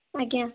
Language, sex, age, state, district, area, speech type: Odia, female, 18-30, Odisha, Bhadrak, rural, conversation